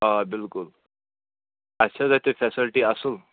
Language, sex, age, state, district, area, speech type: Kashmiri, male, 30-45, Jammu and Kashmir, Srinagar, urban, conversation